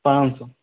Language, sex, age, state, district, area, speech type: Hindi, male, 45-60, Uttar Pradesh, Ayodhya, rural, conversation